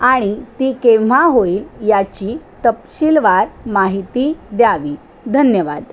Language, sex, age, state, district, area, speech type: Marathi, female, 45-60, Maharashtra, Thane, rural, spontaneous